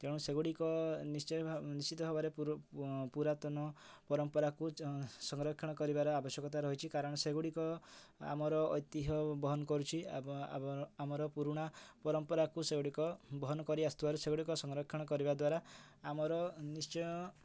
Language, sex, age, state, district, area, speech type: Odia, male, 30-45, Odisha, Mayurbhanj, rural, spontaneous